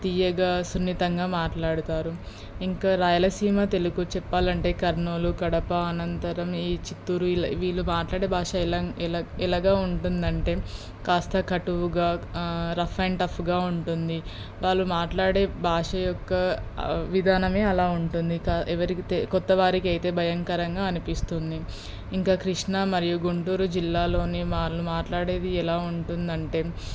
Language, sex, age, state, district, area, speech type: Telugu, female, 18-30, Telangana, Peddapalli, rural, spontaneous